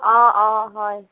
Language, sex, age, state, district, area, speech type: Assamese, female, 30-45, Assam, Nagaon, urban, conversation